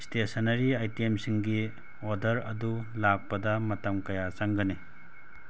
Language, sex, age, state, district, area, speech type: Manipuri, male, 18-30, Manipur, Tengnoupal, urban, read